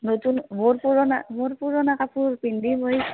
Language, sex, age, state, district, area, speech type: Assamese, female, 45-60, Assam, Udalguri, rural, conversation